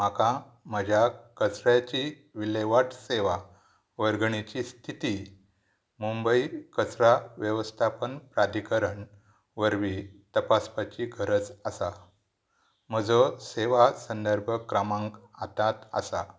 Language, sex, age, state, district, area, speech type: Goan Konkani, male, 60+, Goa, Pernem, rural, read